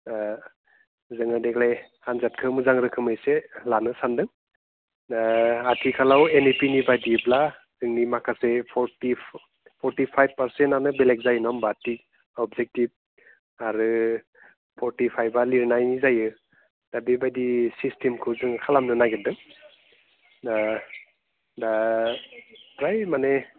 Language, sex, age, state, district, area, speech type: Bodo, male, 30-45, Assam, Udalguri, urban, conversation